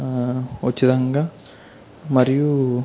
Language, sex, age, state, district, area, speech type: Telugu, male, 18-30, Andhra Pradesh, Eluru, rural, spontaneous